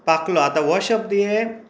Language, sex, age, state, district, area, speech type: Goan Konkani, male, 30-45, Goa, Tiswadi, rural, spontaneous